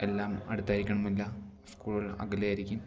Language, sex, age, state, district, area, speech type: Malayalam, male, 30-45, Kerala, Idukki, rural, spontaneous